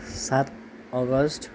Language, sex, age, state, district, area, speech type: Nepali, male, 18-30, West Bengal, Darjeeling, rural, spontaneous